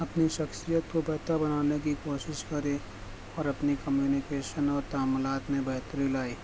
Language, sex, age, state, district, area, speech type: Urdu, male, 18-30, Maharashtra, Nashik, rural, spontaneous